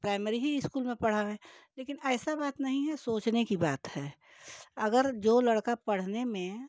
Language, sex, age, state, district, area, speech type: Hindi, female, 60+, Uttar Pradesh, Ghazipur, rural, spontaneous